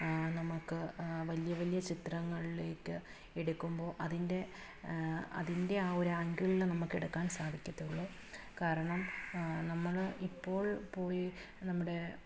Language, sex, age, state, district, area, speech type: Malayalam, female, 30-45, Kerala, Alappuzha, rural, spontaneous